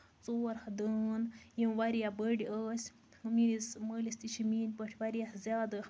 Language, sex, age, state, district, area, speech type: Kashmiri, female, 30-45, Jammu and Kashmir, Baramulla, rural, spontaneous